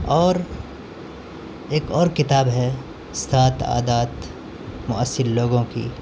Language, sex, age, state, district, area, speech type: Urdu, male, 18-30, Delhi, North West Delhi, urban, spontaneous